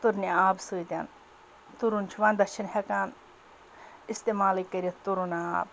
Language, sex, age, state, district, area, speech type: Kashmiri, female, 45-60, Jammu and Kashmir, Ganderbal, rural, spontaneous